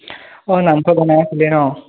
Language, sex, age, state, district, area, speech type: Assamese, male, 18-30, Assam, Majuli, urban, conversation